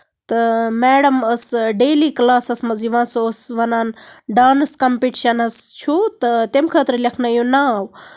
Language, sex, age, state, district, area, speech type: Kashmiri, female, 30-45, Jammu and Kashmir, Baramulla, rural, spontaneous